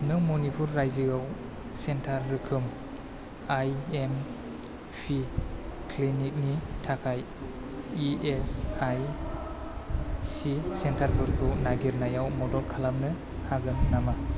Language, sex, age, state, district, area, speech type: Bodo, male, 18-30, Assam, Chirang, urban, read